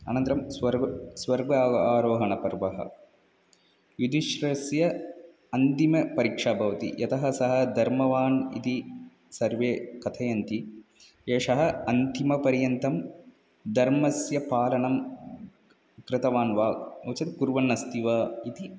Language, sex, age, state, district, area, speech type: Sanskrit, male, 30-45, Tamil Nadu, Chennai, urban, spontaneous